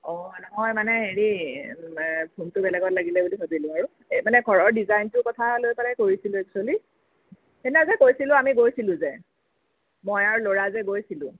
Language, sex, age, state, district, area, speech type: Assamese, female, 45-60, Assam, Sonitpur, urban, conversation